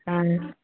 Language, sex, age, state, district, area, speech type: Odia, female, 60+, Odisha, Gajapati, rural, conversation